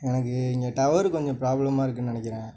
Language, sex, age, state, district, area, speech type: Tamil, male, 18-30, Tamil Nadu, Nagapattinam, rural, spontaneous